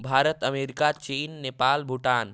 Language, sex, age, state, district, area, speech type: Hindi, male, 18-30, Uttar Pradesh, Varanasi, rural, spontaneous